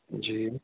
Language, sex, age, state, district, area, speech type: Sindhi, male, 60+, Uttar Pradesh, Lucknow, urban, conversation